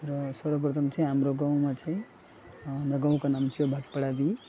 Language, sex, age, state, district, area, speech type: Nepali, male, 18-30, West Bengal, Alipurduar, rural, spontaneous